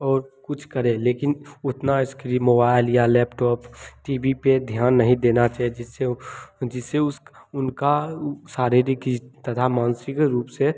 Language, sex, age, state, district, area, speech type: Hindi, male, 18-30, Bihar, Begusarai, rural, spontaneous